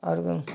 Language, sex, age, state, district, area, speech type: Hindi, female, 60+, Bihar, Samastipur, rural, spontaneous